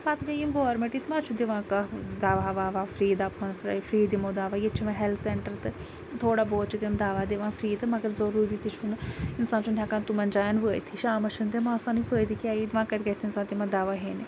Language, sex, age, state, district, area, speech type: Kashmiri, female, 30-45, Jammu and Kashmir, Srinagar, urban, spontaneous